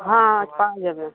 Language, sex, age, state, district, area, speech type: Bengali, female, 30-45, West Bengal, Uttar Dinajpur, urban, conversation